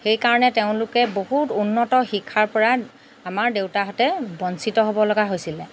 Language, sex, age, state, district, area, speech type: Assamese, female, 45-60, Assam, Lakhimpur, rural, spontaneous